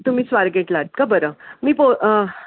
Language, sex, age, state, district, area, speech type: Marathi, female, 60+, Maharashtra, Pune, urban, conversation